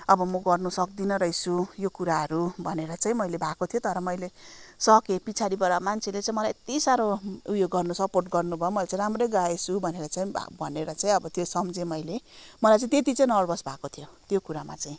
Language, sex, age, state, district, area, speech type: Nepali, female, 45-60, West Bengal, Kalimpong, rural, spontaneous